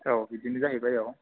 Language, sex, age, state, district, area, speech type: Bodo, male, 18-30, Assam, Chirang, rural, conversation